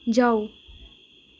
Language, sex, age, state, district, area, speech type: Nepali, female, 18-30, West Bengal, Darjeeling, rural, read